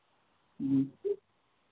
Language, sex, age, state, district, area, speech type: Hindi, male, 45-60, Uttar Pradesh, Sitapur, rural, conversation